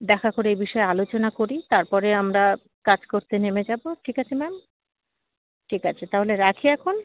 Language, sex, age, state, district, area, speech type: Bengali, female, 30-45, West Bengal, Dakshin Dinajpur, urban, conversation